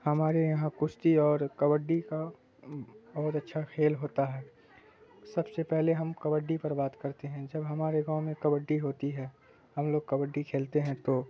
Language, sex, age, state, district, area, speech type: Urdu, male, 18-30, Bihar, Supaul, rural, spontaneous